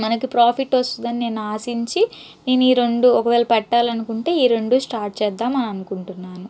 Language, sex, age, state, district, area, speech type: Telugu, female, 18-30, Andhra Pradesh, Guntur, urban, spontaneous